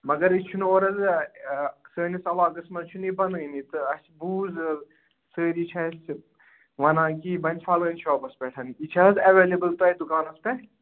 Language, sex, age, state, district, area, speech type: Kashmiri, male, 18-30, Jammu and Kashmir, Budgam, rural, conversation